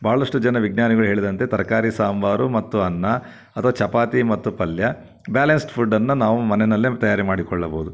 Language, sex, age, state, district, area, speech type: Kannada, male, 60+, Karnataka, Chitradurga, rural, spontaneous